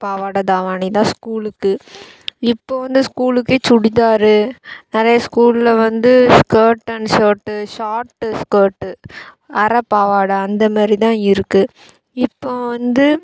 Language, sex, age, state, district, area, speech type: Tamil, female, 18-30, Tamil Nadu, Thoothukudi, urban, spontaneous